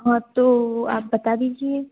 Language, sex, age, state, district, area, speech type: Hindi, female, 18-30, Madhya Pradesh, Betul, rural, conversation